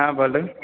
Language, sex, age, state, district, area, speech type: Maithili, male, 18-30, Bihar, Purnia, rural, conversation